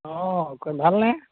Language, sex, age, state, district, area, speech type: Assamese, male, 45-60, Assam, Dibrugarh, rural, conversation